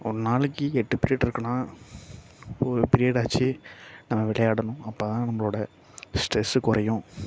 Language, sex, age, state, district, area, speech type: Tamil, male, 18-30, Tamil Nadu, Nagapattinam, rural, spontaneous